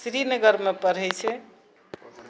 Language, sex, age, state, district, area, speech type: Maithili, female, 45-60, Bihar, Purnia, rural, spontaneous